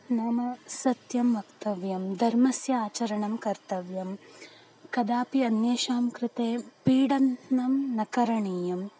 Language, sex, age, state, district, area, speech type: Sanskrit, female, 18-30, Karnataka, Uttara Kannada, rural, spontaneous